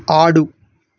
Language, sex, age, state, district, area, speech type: Telugu, male, 30-45, Andhra Pradesh, Vizianagaram, rural, read